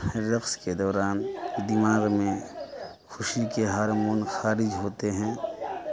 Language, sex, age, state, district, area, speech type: Urdu, male, 30-45, Bihar, Madhubani, rural, spontaneous